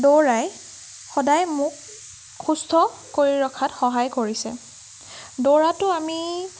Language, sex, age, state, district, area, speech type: Assamese, female, 18-30, Assam, Nagaon, rural, spontaneous